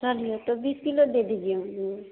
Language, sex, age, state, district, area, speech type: Hindi, female, 30-45, Uttar Pradesh, Bhadohi, rural, conversation